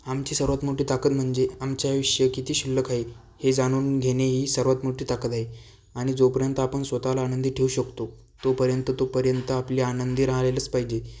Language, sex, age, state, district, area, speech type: Marathi, male, 18-30, Maharashtra, Aurangabad, rural, spontaneous